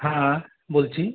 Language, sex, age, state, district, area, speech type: Bengali, male, 45-60, West Bengal, Birbhum, urban, conversation